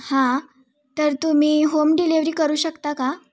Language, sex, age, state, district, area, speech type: Marathi, female, 18-30, Maharashtra, Sangli, urban, spontaneous